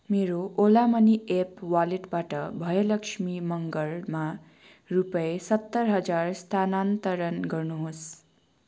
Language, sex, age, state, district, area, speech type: Nepali, female, 18-30, West Bengal, Darjeeling, rural, read